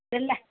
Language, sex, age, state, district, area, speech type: Tamil, female, 30-45, Tamil Nadu, Tirupattur, rural, conversation